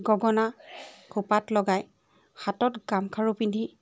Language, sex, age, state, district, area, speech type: Assamese, female, 30-45, Assam, Charaideo, urban, spontaneous